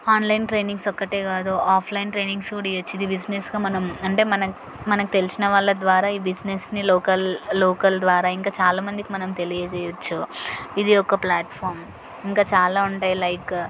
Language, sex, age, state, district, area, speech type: Telugu, female, 18-30, Telangana, Yadadri Bhuvanagiri, urban, spontaneous